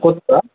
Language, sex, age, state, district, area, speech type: Telugu, male, 18-30, Telangana, Mahabubabad, urban, conversation